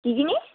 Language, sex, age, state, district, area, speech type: Bengali, female, 30-45, West Bengal, Paschim Bardhaman, rural, conversation